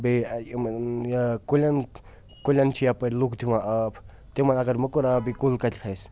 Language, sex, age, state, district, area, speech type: Kashmiri, male, 18-30, Jammu and Kashmir, Srinagar, urban, spontaneous